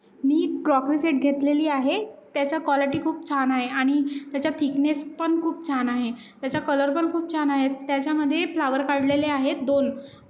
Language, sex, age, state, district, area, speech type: Marathi, female, 18-30, Maharashtra, Nagpur, urban, spontaneous